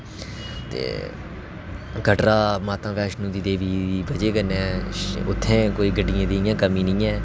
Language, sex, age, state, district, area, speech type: Dogri, male, 18-30, Jammu and Kashmir, Reasi, rural, spontaneous